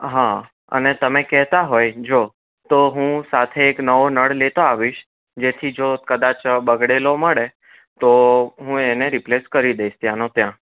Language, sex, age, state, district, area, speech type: Gujarati, male, 18-30, Gujarat, Anand, urban, conversation